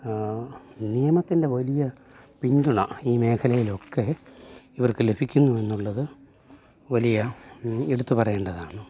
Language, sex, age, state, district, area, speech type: Malayalam, male, 45-60, Kerala, Alappuzha, urban, spontaneous